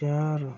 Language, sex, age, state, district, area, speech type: Marathi, male, 18-30, Maharashtra, Akola, rural, read